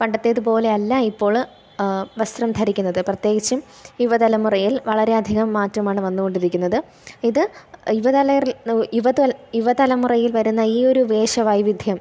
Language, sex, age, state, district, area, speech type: Malayalam, female, 18-30, Kerala, Thiruvananthapuram, rural, spontaneous